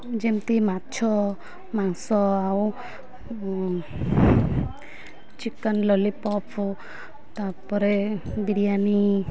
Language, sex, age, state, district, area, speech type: Odia, female, 30-45, Odisha, Malkangiri, urban, spontaneous